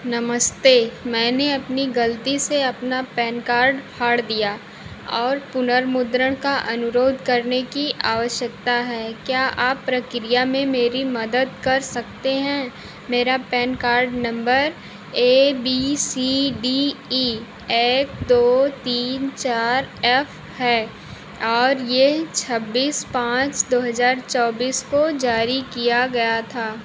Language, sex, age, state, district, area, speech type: Hindi, female, 45-60, Uttar Pradesh, Ayodhya, rural, read